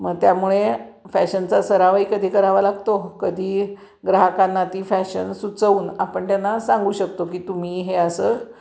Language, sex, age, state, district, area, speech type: Marathi, female, 45-60, Maharashtra, Kolhapur, urban, spontaneous